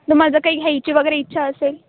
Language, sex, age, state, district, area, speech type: Marathi, female, 18-30, Maharashtra, Nashik, urban, conversation